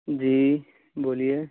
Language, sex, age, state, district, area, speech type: Urdu, male, 18-30, Uttar Pradesh, Ghaziabad, urban, conversation